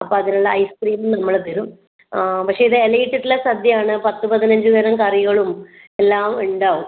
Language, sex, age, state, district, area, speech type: Malayalam, female, 30-45, Kerala, Kannur, rural, conversation